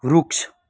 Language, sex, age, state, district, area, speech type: Gujarati, male, 18-30, Gujarat, Ahmedabad, urban, read